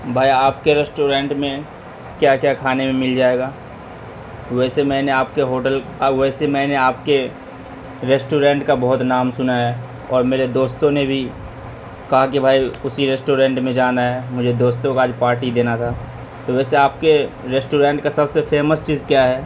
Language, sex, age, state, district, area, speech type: Urdu, male, 30-45, Delhi, Central Delhi, urban, spontaneous